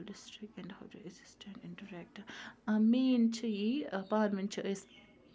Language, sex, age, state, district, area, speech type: Kashmiri, female, 30-45, Jammu and Kashmir, Ganderbal, rural, spontaneous